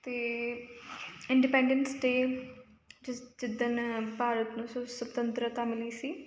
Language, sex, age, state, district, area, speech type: Punjabi, female, 18-30, Punjab, Kapurthala, urban, spontaneous